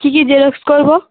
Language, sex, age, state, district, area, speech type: Bengali, female, 18-30, West Bengal, Dakshin Dinajpur, urban, conversation